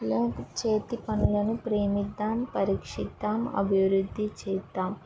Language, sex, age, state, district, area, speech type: Telugu, female, 18-30, Telangana, Mahabubabad, rural, spontaneous